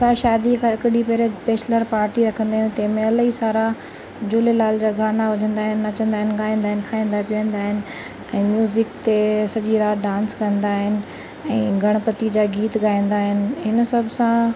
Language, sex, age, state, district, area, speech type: Sindhi, female, 30-45, Rajasthan, Ajmer, urban, spontaneous